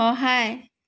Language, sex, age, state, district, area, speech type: Assamese, female, 45-60, Assam, Dibrugarh, rural, read